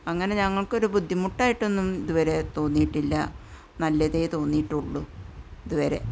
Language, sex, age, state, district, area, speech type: Malayalam, female, 60+, Kerala, Malappuram, rural, spontaneous